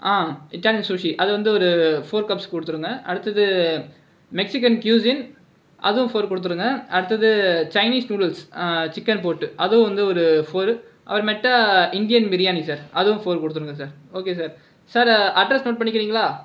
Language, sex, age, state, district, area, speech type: Tamil, male, 30-45, Tamil Nadu, Cuddalore, urban, spontaneous